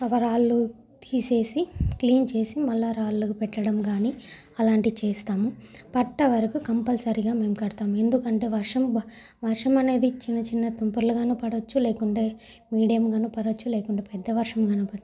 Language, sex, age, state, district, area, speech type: Telugu, female, 18-30, Andhra Pradesh, Sri Balaji, urban, spontaneous